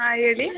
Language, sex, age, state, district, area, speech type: Kannada, female, 18-30, Karnataka, Mandya, rural, conversation